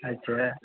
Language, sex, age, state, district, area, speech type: Maithili, male, 18-30, Bihar, Darbhanga, rural, conversation